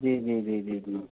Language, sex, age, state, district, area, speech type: Punjabi, male, 45-60, Punjab, Pathankot, rural, conversation